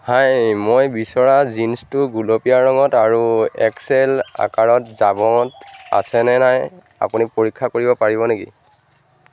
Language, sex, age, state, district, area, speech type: Assamese, male, 18-30, Assam, Majuli, urban, read